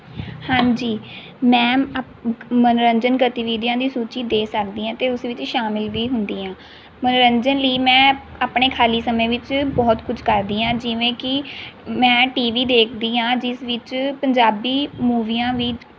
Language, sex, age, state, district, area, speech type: Punjabi, female, 18-30, Punjab, Rupnagar, rural, spontaneous